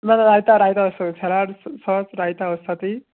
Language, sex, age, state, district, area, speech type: Bengali, male, 18-30, West Bengal, Jalpaiguri, rural, conversation